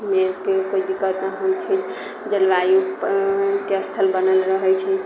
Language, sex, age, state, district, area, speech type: Maithili, female, 45-60, Bihar, Sitamarhi, rural, spontaneous